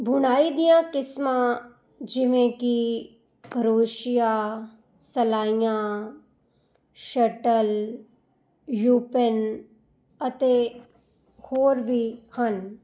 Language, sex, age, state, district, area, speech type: Punjabi, female, 45-60, Punjab, Jalandhar, urban, spontaneous